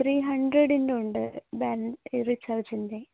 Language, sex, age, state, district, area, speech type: Malayalam, female, 18-30, Kerala, Kasaragod, rural, conversation